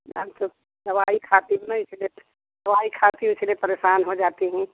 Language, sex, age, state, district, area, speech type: Hindi, female, 60+, Uttar Pradesh, Jaunpur, urban, conversation